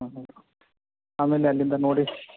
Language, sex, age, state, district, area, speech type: Kannada, male, 45-60, Karnataka, Koppal, urban, conversation